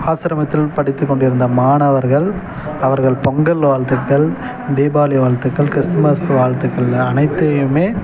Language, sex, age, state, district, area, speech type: Tamil, male, 30-45, Tamil Nadu, Kallakurichi, rural, spontaneous